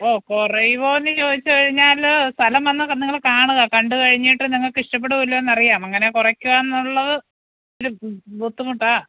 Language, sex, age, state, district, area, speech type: Malayalam, female, 45-60, Kerala, Kottayam, urban, conversation